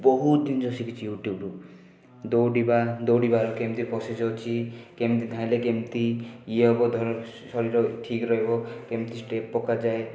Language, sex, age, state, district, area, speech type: Odia, male, 18-30, Odisha, Rayagada, urban, spontaneous